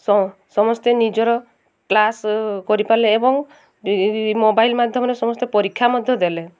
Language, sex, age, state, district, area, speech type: Odia, female, 30-45, Odisha, Mayurbhanj, rural, spontaneous